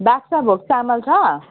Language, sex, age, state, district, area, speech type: Nepali, female, 45-60, West Bengal, Jalpaiguri, rural, conversation